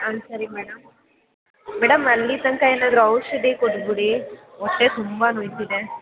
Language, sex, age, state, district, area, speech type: Kannada, female, 18-30, Karnataka, Mysore, urban, conversation